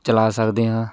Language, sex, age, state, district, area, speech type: Punjabi, male, 18-30, Punjab, Shaheed Bhagat Singh Nagar, rural, spontaneous